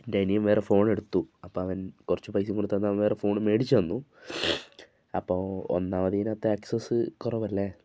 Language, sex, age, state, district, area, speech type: Malayalam, male, 45-60, Kerala, Wayanad, rural, spontaneous